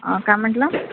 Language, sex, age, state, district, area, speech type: Marathi, female, 18-30, Maharashtra, Nagpur, urban, conversation